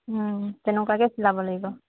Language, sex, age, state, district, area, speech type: Assamese, female, 18-30, Assam, Dhemaji, urban, conversation